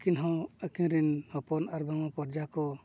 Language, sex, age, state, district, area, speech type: Santali, male, 45-60, Odisha, Mayurbhanj, rural, spontaneous